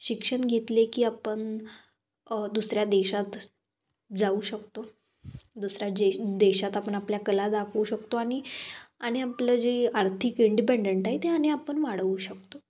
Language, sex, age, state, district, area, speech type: Marathi, female, 18-30, Maharashtra, Kolhapur, rural, spontaneous